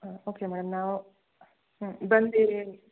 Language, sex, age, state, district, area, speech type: Kannada, female, 30-45, Karnataka, Shimoga, rural, conversation